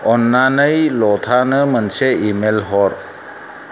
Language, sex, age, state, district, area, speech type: Bodo, male, 45-60, Assam, Chirang, rural, read